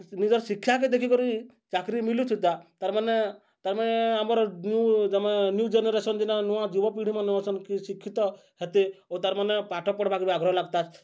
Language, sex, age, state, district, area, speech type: Odia, male, 30-45, Odisha, Bargarh, urban, spontaneous